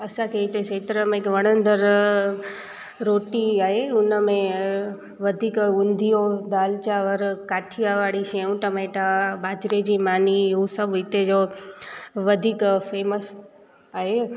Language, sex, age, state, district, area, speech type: Sindhi, female, 30-45, Gujarat, Junagadh, urban, spontaneous